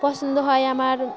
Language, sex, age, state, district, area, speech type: Bengali, female, 18-30, West Bengal, Birbhum, urban, spontaneous